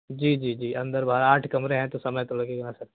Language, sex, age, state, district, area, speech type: Hindi, male, 18-30, Uttar Pradesh, Jaunpur, rural, conversation